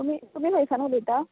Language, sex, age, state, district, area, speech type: Goan Konkani, female, 18-30, Goa, Canacona, rural, conversation